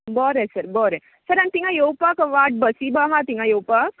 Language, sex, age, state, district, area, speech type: Goan Konkani, female, 18-30, Goa, Tiswadi, rural, conversation